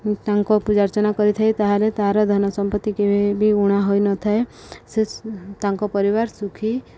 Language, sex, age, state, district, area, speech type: Odia, female, 18-30, Odisha, Subarnapur, urban, spontaneous